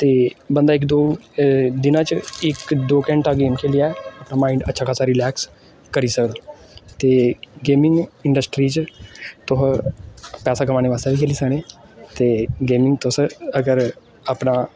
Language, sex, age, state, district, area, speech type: Dogri, male, 18-30, Jammu and Kashmir, Samba, urban, spontaneous